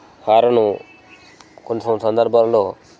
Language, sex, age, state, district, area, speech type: Telugu, male, 30-45, Telangana, Jangaon, rural, spontaneous